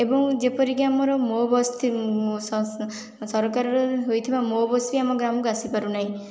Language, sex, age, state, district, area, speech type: Odia, female, 18-30, Odisha, Khordha, rural, spontaneous